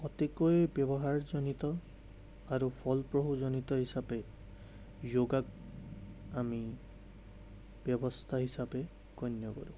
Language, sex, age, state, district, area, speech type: Assamese, male, 30-45, Assam, Sonitpur, rural, spontaneous